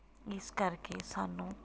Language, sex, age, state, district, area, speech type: Punjabi, female, 45-60, Punjab, Tarn Taran, rural, spontaneous